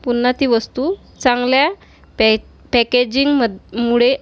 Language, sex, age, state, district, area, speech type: Marathi, female, 30-45, Maharashtra, Washim, rural, spontaneous